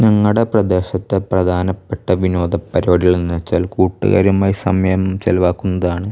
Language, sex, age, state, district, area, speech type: Malayalam, male, 18-30, Kerala, Thrissur, rural, spontaneous